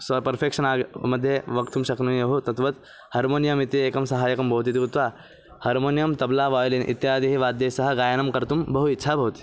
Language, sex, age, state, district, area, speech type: Sanskrit, male, 18-30, Maharashtra, Thane, urban, spontaneous